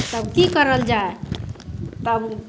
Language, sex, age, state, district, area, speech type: Maithili, female, 60+, Bihar, Madhepura, rural, spontaneous